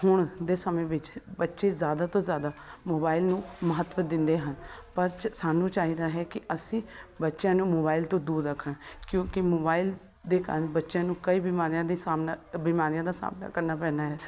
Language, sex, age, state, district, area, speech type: Punjabi, female, 30-45, Punjab, Shaheed Bhagat Singh Nagar, urban, spontaneous